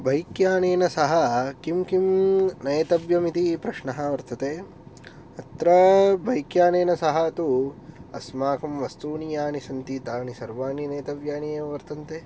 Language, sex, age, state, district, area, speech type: Sanskrit, male, 18-30, Tamil Nadu, Kanchipuram, urban, spontaneous